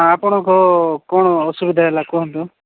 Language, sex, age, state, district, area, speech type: Odia, male, 45-60, Odisha, Nabarangpur, rural, conversation